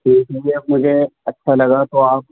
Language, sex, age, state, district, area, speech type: Urdu, male, 18-30, Delhi, North West Delhi, urban, conversation